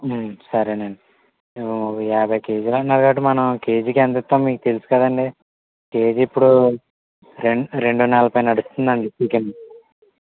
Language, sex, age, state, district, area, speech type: Telugu, male, 18-30, Andhra Pradesh, Konaseema, rural, conversation